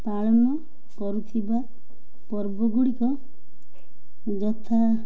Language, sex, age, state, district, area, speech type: Odia, female, 45-60, Odisha, Ganjam, urban, spontaneous